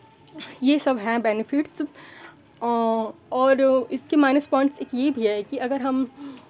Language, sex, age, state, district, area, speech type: Hindi, female, 18-30, Uttar Pradesh, Chandauli, rural, spontaneous